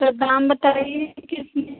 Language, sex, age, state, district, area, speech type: Hindi, female, 45-60, Uttar Pradesh, Lucknow, rural, conversation